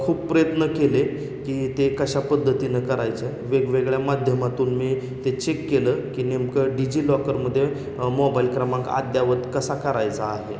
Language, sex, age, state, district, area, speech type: Marathi, male, 18-30, Maharashtra, Osmanabad, rural, spontaneous